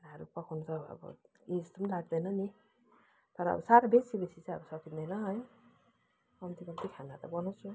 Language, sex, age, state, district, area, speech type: Nepali, female, 60+, West Bengal, Kalimpong, rural, spontaneous